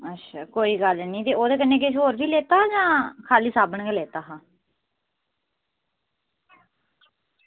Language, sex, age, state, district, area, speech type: Dogri, female, 30-45, Jammu and Kashmir, Reasi, rural, conversation